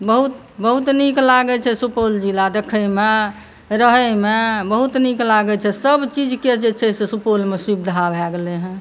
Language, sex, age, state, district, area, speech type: Maithili, female, 30-45, Bihar, Saharsa, rural, spontaneous